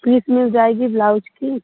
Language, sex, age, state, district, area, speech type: Hindi, female, 18-30, Uttar Pradesh, Mirzapur, rural, conversation